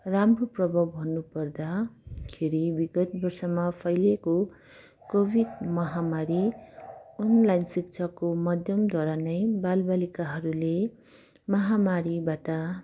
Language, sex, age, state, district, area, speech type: Nepali, female, 45-60, West Bengal, Darjeeling, rural, spontaneous